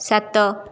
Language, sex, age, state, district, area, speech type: Odia, female, 30-45, Odisha, Jajpur, rural, read